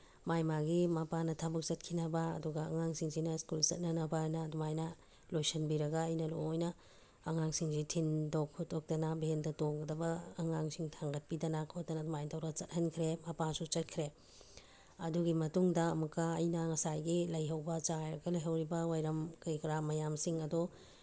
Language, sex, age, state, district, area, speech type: Manipuri, female, 45-60, Manipur, Tengnoupal, urban, spontaneous